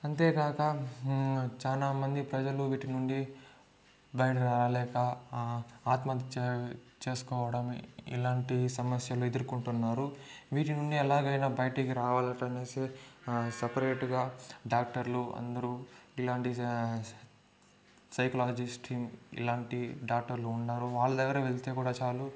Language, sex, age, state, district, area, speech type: Telugu, male, 45-60, Andhra Pradesh, Chittoor, urban, spontaneous